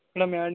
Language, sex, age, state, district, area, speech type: Kannada, male, 30-45, Karnataka, Gadag, rural, conversation